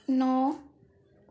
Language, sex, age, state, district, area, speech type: Assamese, female, 18-30, Assam, Tinsukia, urban, read